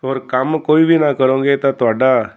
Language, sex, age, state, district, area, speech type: Punjabi, male, 45-60, Punjab, Fazilka, rural, spontaneous